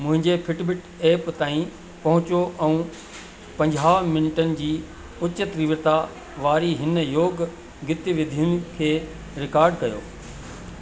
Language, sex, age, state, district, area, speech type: Sindhi, male, 60+, Madhya Pradesh, Katni, urban, read